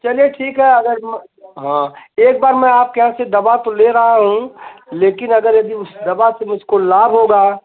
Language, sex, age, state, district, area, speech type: Hindi, male, 45-60, Uttar Pradesh, Azamgarh, rural, conversation